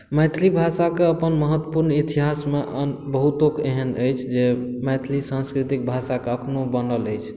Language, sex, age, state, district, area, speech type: Maithili, male, 18-30, Bihar, Madhubani, rural, spontaneous